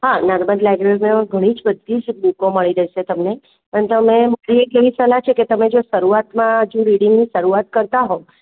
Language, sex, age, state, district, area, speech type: Gujarati, female, 45-60, Gujarat, Surat, urban, conversation